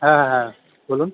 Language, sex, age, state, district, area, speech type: Bengali, male, 18-30, West Bengal, Jalpaiguri, rural, conversation